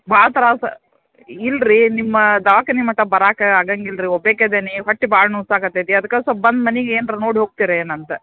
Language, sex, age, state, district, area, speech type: Kannada, female, 45-60, Karnataka, Dharwad, urban, conversation